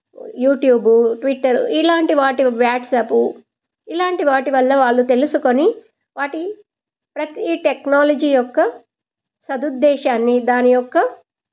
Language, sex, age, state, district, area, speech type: Telugu, female, 45-60, Telangana, Medchal, rural, spontaneous